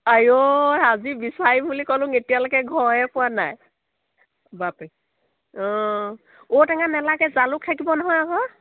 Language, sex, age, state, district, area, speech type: Assamese, female, 45-60, Assam, Sivasagar, rural, conversation